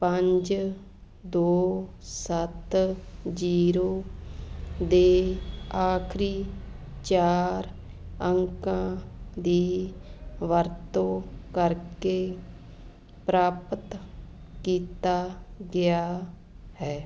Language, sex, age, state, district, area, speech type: Punjabi, female, 45-60, Punjab, Fazilka, rural, read